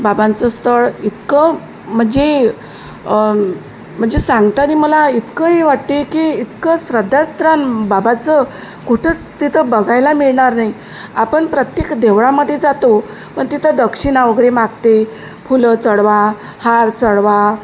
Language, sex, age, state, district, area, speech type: Marathi, female, 45-60, Maharashtra, Wardha, rural, spontaneous